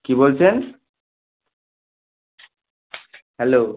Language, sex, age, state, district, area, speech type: Bengali, male, 18-30, West Bengal, Howrah, urban, conversation